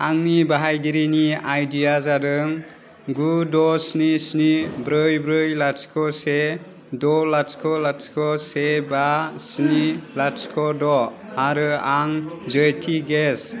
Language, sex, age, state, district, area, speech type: Bodo, male, 30-45, Assam, Kokrajhar, rural, read